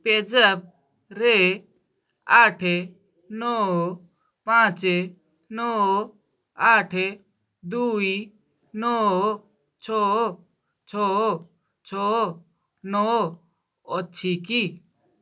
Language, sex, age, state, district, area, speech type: Odia, male, 18-30, Odisha, Balasore, rural, read